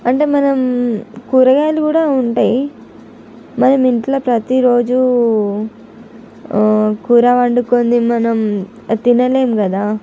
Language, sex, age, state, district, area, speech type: Telugu, female, 45-60, Andhra Pradesh, Visakhapatnam, urban, spontaneous